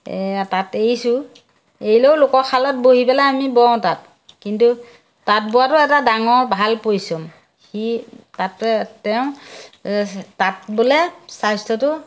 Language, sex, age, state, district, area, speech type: Assamese, female, 60+, Assam, Majuli, urban, spontaneous